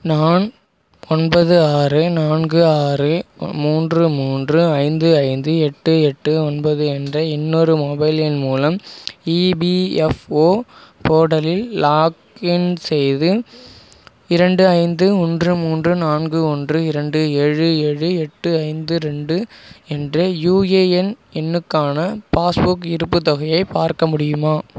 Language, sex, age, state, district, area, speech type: Tamil, male, 30-45, Tamil Nadu, Mayiladuthurai, rural, read